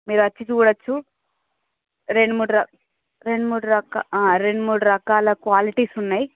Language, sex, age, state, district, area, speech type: Telugu, female, 60+, Andhra Pradesh, Visakhapatnam, urban, conversation